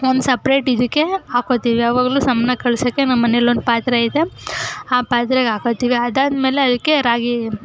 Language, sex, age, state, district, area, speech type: Kannada, female, 18-30, Karnataka, Chamarajanagar, urban, spontaneous